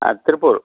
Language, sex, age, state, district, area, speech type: Tamil, male, 45-60, Tamil Nadu, Tiruppur, rural, conversation